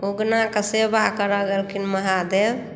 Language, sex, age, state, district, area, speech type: Maithili, female, 60+, Bihar, Madhubani, rural, spontaneous